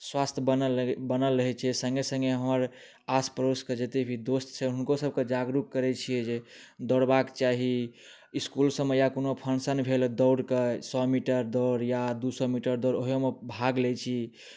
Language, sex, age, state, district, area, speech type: Maithili, male, 18-30, Bihar, Darbhanga, rural, spontaneous